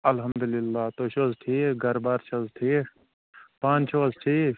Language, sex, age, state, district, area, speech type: Kashmiri, male, 30-45, Jammu and Kashmir, Shopian, rural, conversation